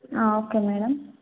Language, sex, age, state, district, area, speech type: Telugu, female, 18-30, Andhra Pradesh, Kakinada, urban, conversation